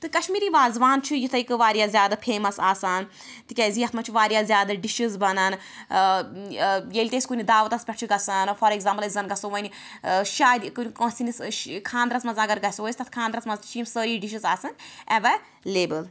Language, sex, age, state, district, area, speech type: Kashmiri, female, 18-30, Jammu and Kashmir, Anantnag, rural, spontaneous